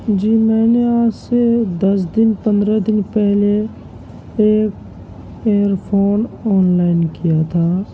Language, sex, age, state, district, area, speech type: Urdu, male, 30-45, Uttar Pradesh, Gautam Buddha Nagar, urban, spontaneous